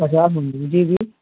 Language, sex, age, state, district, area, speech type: Hindi, male, 18-30, Uttar Pradesh, Jaunpur, urban, conversation